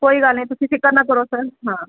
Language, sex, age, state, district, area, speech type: Punjabi, female, 30-45, Punjab, Kapurthala, urban, conversation